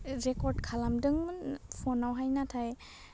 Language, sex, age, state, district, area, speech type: Bodo, female, 18-30, Assam, Udalguri, urban, spontaneous